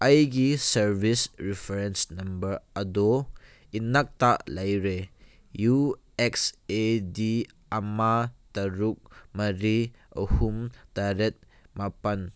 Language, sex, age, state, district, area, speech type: Manipuri, male, 18-30, Manipur, Kangpokpi, urban, read